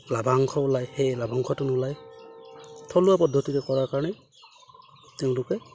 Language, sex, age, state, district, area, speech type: Assamese, male, 45-60, Assam, Udalguri, rural, spontaneous